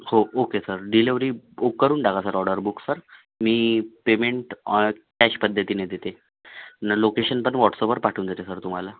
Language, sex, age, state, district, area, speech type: Marathi, other, 45-60, Maharashtra, Nagpur, rural, conversation